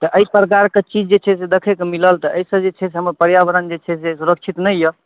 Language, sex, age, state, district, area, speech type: Maithili, male, 18-30, Bihar, Darbhanga, urban, conversation